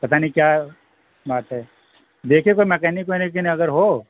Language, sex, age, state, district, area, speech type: Urdu, male, 45-60, Bihar, Saharsa, rural, conversation